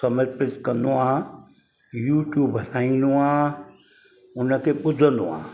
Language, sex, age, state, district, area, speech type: Sindhi, male, 60+, Maharashtra, Mumbai Suburban, urban, spontaneous